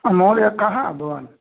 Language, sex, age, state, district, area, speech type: Sanskrit, male, 45-60, Andhra Pradesh, Kurnool, urban, conversation